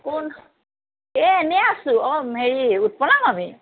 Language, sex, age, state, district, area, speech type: Assamese, female, 45-60, Assam, Tinsukia, rural, conversation